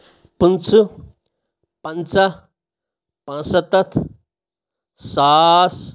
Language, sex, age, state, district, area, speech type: Kashmiri, male, 30-45, Jammu and Kashmir, Pulwama, rural, spontaneous